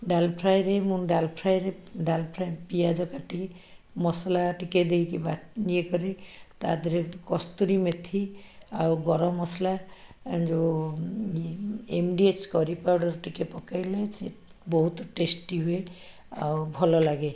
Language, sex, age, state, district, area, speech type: Odia, female, 60+, Odisha, Cuttack, urban, spontaneous